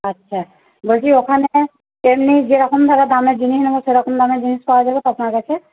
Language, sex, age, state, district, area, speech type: Bengali, female, 30-45, West Bengal, Purba Bardhaman, urban, conversation